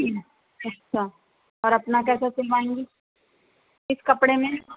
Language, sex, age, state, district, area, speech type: Urdu, female, 30-45, Uttar Pradesh, Rampur, urban, conversation